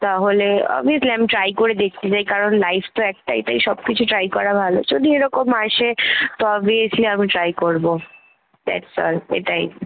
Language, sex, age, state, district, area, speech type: Bengali, female, 18-30, West Bengal, Kolkata, urban, conversation